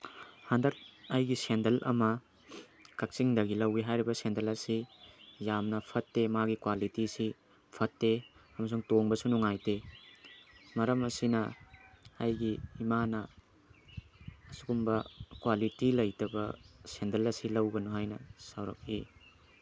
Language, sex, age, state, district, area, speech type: Manipuri, male, 18-30, Manipur, Tengnoupal, rural, spontaneous